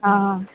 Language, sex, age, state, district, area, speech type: Sanskrit, female, 18-30, Kerala, Palakkad, rural, conversation